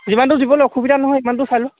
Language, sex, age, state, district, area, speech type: Assamese, male, 18-30, Assam, Sivasagar, rural, conversation